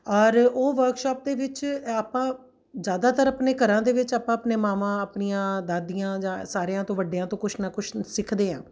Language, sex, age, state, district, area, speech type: Punjabi, female, 30-45, Punjab, Tarn Taran, urban, spontaneous